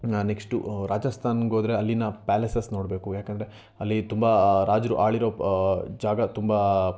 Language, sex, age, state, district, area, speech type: Kannada, male, 18-30, Karnataka, Chitradurga, rural, spontaneous